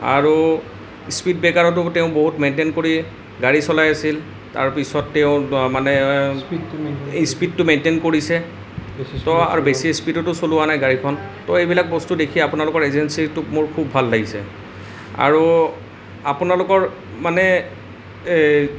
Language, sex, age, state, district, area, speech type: Assamese, male, 18-30, Assam, Nalbari, rural, spontaneous